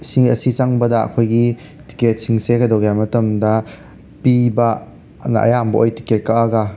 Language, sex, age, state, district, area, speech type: Manipuri, male, 30-45, Manipur, Imphal West, urban, spontaneous